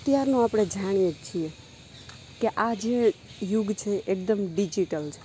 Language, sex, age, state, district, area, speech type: Gujarati, female, 30-45, Gujarat, Rajkot, rural, spontaneous